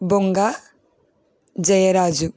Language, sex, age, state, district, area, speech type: Telugu, female, 30-45, Andhra Pradesh, East Godavari, rural, spontaneous